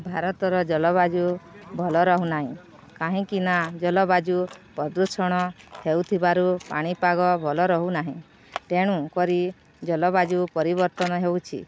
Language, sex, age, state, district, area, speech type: Odia, female, 45-60, Odisha, Balangir, urban, spontaneous